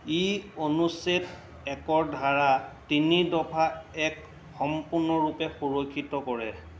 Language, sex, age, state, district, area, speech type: Assamese, male, 45-60, Assam, Golaghat, urban, read